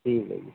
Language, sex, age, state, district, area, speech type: Urdu, male, 30-45, Uttar Pradesh, Muzaffarnagar, urban, conversation